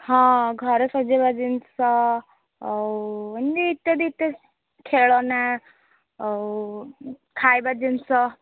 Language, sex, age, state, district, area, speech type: Odia, female, 18-30, Odisha, Ganjam, urban, conversation